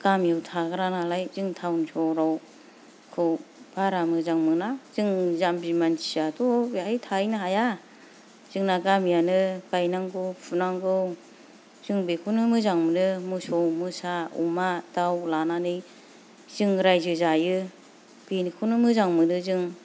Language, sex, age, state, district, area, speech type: Bodo, female, 30-45, Assam, Kokrajhar, rural, spontaneous